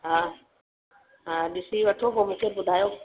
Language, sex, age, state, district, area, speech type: Sindhi, female, 45-60, Uttar Pradesh, Lucknow, rural, conversation